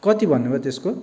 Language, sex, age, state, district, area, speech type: Nepali, male, 45-60, West Bengal, Darjeeling, rural, spontaneous